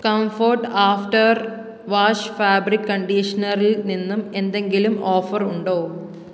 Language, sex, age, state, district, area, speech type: Malayalam, female, 18-30, Kerala, Pathanamthitta, rural, read